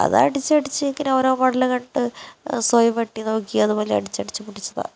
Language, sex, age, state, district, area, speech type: Malayalam, female, 60+, Kerala, Wayanad, rural, spontaneous